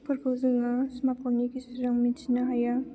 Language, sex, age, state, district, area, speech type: Bodo, female, 18-30, Assam, Chirang, urban, spontaneous